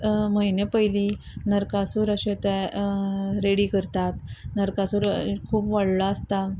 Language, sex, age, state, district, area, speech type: Goan Konkani, female, 30-45, Goa, Quepem, rural, spontaneous